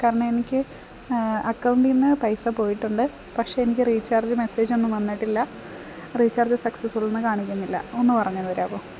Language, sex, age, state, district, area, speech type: Malayalam, female, 30-45, Kerala, Idukki, rural, spontaneous